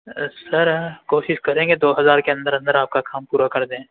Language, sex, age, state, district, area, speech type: Urdu, male, 60+, Uttar Pradesh, Lucknow, rural, conversation